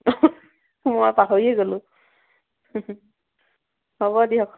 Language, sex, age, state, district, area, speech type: Assamese, female, 18-30, Assam, Dhemaji, rural, conversation